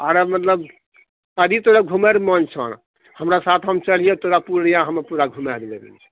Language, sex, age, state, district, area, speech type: Maithili, male, 60+, Bihar, Purnia, rural, conversation